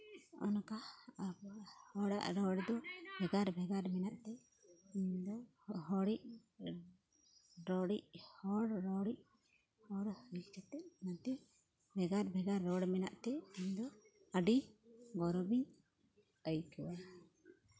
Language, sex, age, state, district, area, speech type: Santali, female, 45-60, West Bengal, Purulia, rural, spontaneous